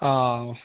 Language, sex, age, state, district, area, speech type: Malayalam, male, 18-30, Kerala, Idukki, rural, conversation